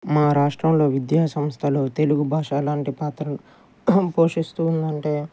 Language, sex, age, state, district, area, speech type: Telugu, male, 30-45, Andhra Pradesh, Guntur, urban, spontaneous